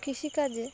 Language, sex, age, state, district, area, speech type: Bengali, female, 18-30, West Bengal, Dakshin Dinajpur, urban, spontaneous